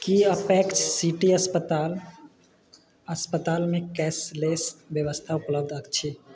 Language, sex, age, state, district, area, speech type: Maithili, male, 18-30, Bihar, Sitamarhi, urban, read